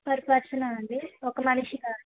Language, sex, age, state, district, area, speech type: Telugu, female, 18-30, Andhra Pradesh, Bapatla, urban, conversation